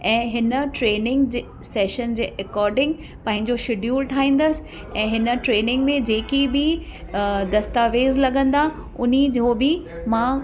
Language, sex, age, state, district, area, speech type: Sindhi, female, 30-45, Uttar Pradesh, Lucknow, urban, spontaneous